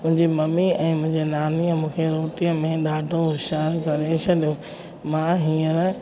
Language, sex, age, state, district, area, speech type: Sindhi, female, 45-60, Gujarat, Junagadh, rural, spontaneous